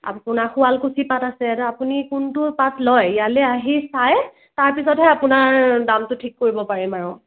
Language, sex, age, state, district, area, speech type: Assamese, female, 18-30, Assam, Nagaon, rural, conversation